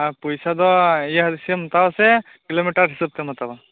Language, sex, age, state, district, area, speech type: Santali, male, 18-30, West Bengal, Purba Bardhaman, rural, conversation